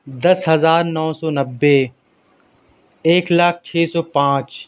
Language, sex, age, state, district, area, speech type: Urdu, male, 18-30, Delhi, South Delhi, urban, spontaneous